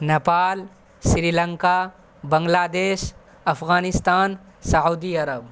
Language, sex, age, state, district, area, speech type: Urdu, male, 18-30, Bihar, Saharsa, rural, spontaneous